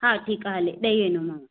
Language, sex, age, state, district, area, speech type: Sindhi, female, 18-30, Maharashtra, Thane, urban, conversation